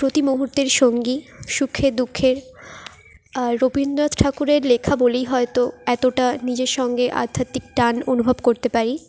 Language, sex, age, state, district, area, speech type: Bengali, female, 18-30, West Bengal, Jhargram, rural, spontaneous